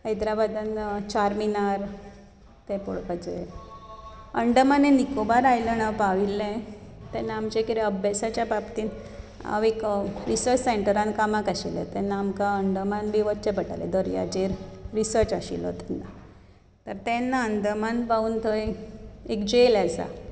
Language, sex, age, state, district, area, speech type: Goan Konkani, female, 45-60, Goa, Bardez, urban, spontaneous